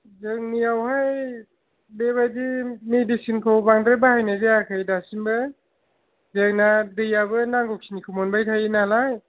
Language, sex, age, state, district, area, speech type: Bodo, male, 45-60, Assam, Kokrajhar, rural, conversation